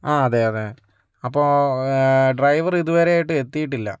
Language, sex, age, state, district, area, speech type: Malayalam, male, 45-60, Kerala, Kozhikode, urban, spontaneous